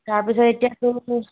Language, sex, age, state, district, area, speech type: Assamese, female, 45-60, Assam, Golaghat, rural, conversation